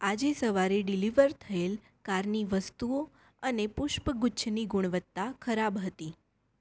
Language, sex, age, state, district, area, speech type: Gujarati, female, 18-30, Gujarat, Mehsana, rural, read